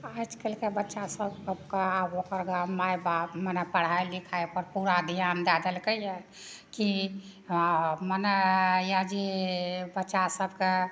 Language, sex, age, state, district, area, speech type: Maithili, female, 60+, Bihar, Madhepura, rural, spontaneous